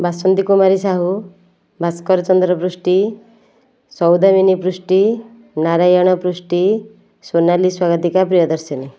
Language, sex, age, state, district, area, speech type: Odia, female, 30-45, Odisha, Nayagarh, rural, spontaneous